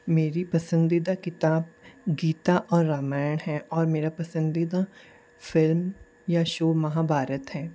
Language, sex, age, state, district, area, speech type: Hindi, male, 18-30, Rajasthan, Jodhpur, urban, spontaneous